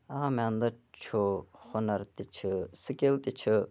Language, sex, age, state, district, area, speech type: Kashmiri, male, 18-30, Jammu and Kashmir, Bandipora, rural, spontaneous